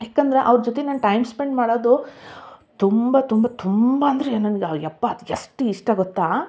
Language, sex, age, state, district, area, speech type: Kannada, female, 30-45, Karnataka, Koppal, rural, spontaneous